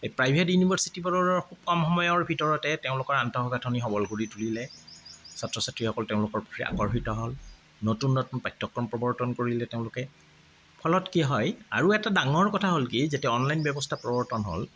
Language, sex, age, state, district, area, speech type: Assamese, male, 45-60, Assam, Kamrup Metropolitan, urban, spontaneous